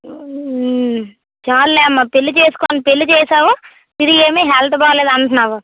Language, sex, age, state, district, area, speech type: Telugu, female, 18-30, Andhra Pradesh, Vizianagaram, rural, conversation